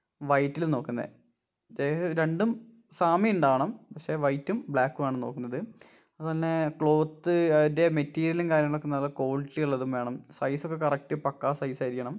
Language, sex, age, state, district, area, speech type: Malayalam, male, 18-30, Kerala, Wayanad, rural, spontaneous